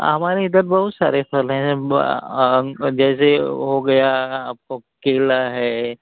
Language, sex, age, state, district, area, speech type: Hindi, male, 45-60, Uttar Pradesh, Ghazipur, rural, conversation